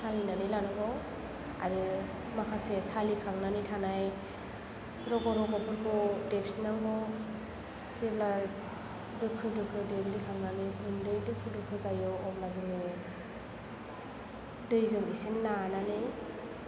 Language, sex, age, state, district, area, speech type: Bodo, female, 18-30, Assam, Chirang, urban, spontaneous